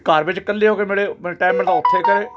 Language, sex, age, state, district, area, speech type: Punjabi, male, 60+, Punjab, Hoshiarpur, urban, spontaneous